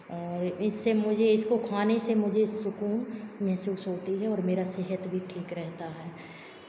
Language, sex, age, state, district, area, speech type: Hindi, female, 45-60, Madhya Pradesh, Hoshangabad, urban, spontaneous